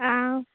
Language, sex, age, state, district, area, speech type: Goan Konkani, female, 18-30, Goa, Canacona, rural, conversation